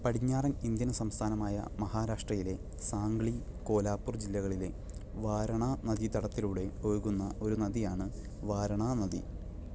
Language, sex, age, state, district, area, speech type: Malayalam, male, 18-30, Kerala, Palakkad, rural, read